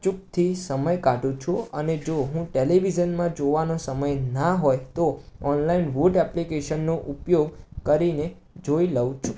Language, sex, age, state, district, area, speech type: Gujarati, male, 18-30, Gujarat, Mehsana, urban, spontaneous